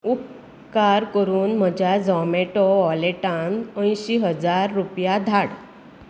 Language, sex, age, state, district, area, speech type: Goan Konkani, female, 45-60, Goa, Bardez, urban, read